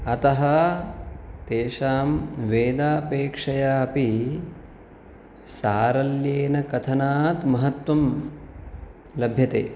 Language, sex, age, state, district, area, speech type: Sanskrit, male, 30-45, Maharashtra, Pune, urban, spontaneous